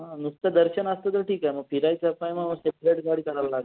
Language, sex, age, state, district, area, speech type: Marathi, male, 18-30, Maharashtra, Raigad, rural, conversation